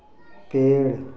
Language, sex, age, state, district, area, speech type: Hindi, male, 45-60, Uttar Pradesh, Prayagraj, urban, read